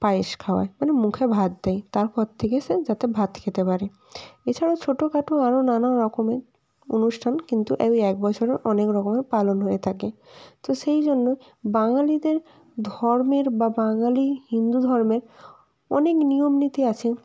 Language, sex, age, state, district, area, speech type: Bengali, female, 18-30, West Bengal, North 24 Parganas, rural, spontaneous